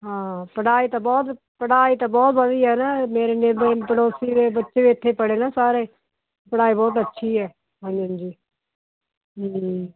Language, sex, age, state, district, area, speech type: Punjabi, female, 45-60, Punjab, Hoshiarpur, urban, conversation